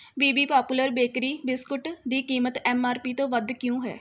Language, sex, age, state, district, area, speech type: Punjabi, female, 18-30, Punjab, Rupnagar, rural, read